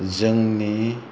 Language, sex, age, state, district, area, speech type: Bodo, male, 45-60, Assam, Chirang, rural, spontaneous